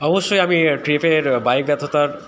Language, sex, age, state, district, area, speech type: Bengali, male, 30-45, West Bengal, Dakshin Dinajpur, urban, spontaneous